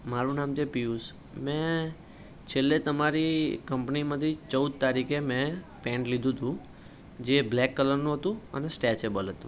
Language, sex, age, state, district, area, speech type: Gujarati, male, 18-30, Gujarat, Anand, urban, spontaneous